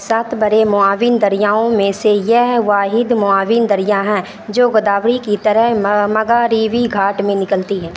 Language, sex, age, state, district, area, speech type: Urdu, female, 18-30, Bihar, Supaul, rural, read